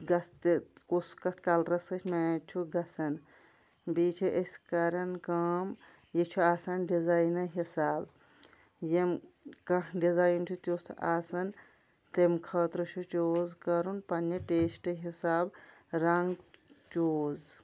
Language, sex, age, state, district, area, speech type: Kashmiri, female, 30-45, Jammu and Kashmir, Kulgam, rural, spontaneous